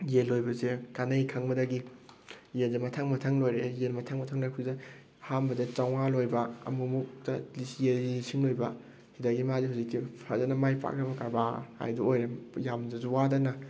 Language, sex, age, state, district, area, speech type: Manipuri, male, 18-30, Manipur, Thoubal, rural, spontaneous